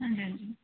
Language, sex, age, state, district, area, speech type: Punjabi, female, 18-30, Punjab, Hoshiarpur, urban, conversation